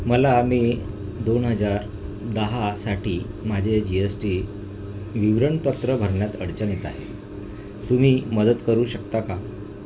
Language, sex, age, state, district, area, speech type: Marathi, male, 45-60, Maharashtra, Nagpur, urban, read